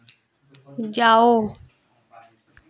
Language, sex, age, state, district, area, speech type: Hindi, female, 18-30, Uttar Pradesh, Prayagraj, urban, read